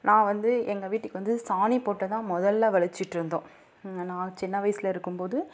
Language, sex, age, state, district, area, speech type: Tamil, female, 45-60, Tamil Nadu, Dharmapuri, rural, spontaneous